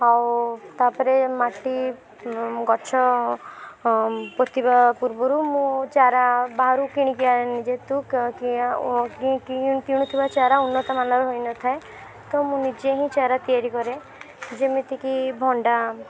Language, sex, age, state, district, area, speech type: Odia, female, 18-30, Odisha, Puri, urban, spontaneous